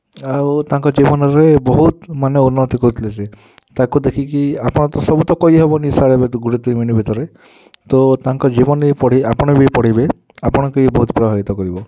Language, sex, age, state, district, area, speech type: Odia, male, 18-30, Odisha, Kalahandi, rural, spontaneous